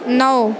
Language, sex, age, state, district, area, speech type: Nepali, female, 18-30, West Bengal, Alipurduar, urban, read